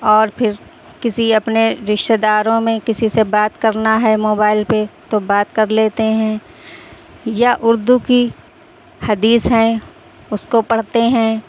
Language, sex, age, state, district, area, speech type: Urdu, female, 30-45, Uttar Pradesh, Shahjahanpur, urban, spontaneous